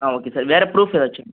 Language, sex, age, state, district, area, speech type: Tamil, male, 18-30, Tamil Nadu, Thanjavur, rural, conversation